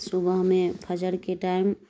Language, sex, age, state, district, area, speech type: Urdu, female, 30-45, Bihar, Darbhanga, rural, spontaneous